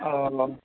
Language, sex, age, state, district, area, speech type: Maithili, male, 18-30, Bihar, Saharsa, urban, conversation